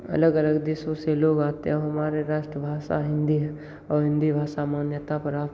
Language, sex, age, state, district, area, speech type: Hindi, male, 18-30, Bihar, Begusarai, rural, spontaneous